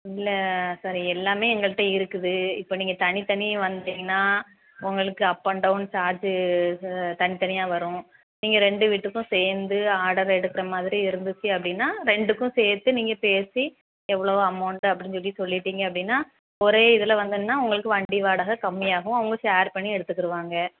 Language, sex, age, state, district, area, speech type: Tamil, female, 30-45, Tamil Nadu, Thoothukudi, rural, conversation